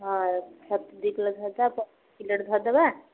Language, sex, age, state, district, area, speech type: Odia, female, 45-60, Odisha, Gajapati, rural, conversation